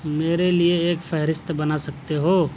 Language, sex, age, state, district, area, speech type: Urdu, male, 30-45, Delhi, South Delhi, urban, read